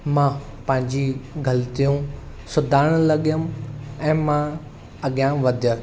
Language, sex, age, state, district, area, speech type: Sindhi, male, 18-30, Maharashtra, Thane, urban, spontaneous